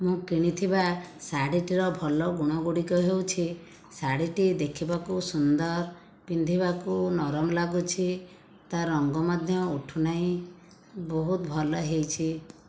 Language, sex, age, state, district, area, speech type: Odia, female, 60+, Odisha, Khordha, rural, spontaneous